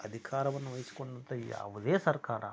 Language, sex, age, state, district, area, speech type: Kannada, male, 45-60, Karnataka, Koppal, rural, spontaneous